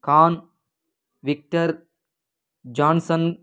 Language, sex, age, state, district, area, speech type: Telugu, male, 18-30, Andhra Pradesh, Kadapa, rural, spontaneous